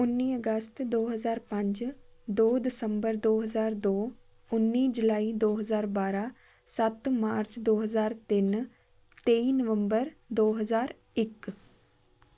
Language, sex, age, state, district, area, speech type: Punjabi, female, 18-30, Punjab, Shaheed Bhagat Singh Nagar, rural, spontaneous